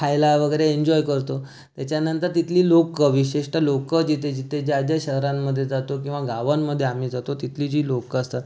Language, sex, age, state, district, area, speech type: Marathi, male, 30-45, Maharashtra, Raigad, rural, spontaneous